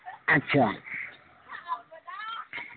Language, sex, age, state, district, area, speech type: Bengali, male, 30-45, West Bengal, Uttar Dinajpur, urban, conversation